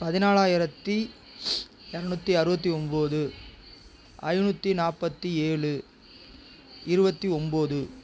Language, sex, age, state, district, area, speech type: Tamil, male, 45-60, Tamil Nadu, Tiruchirappalli, rural, spontaneous